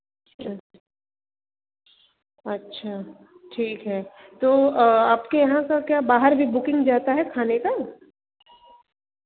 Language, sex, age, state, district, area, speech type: Hindi, female, 30-45, Uttar Pradesh, Varanasi, urban, conversation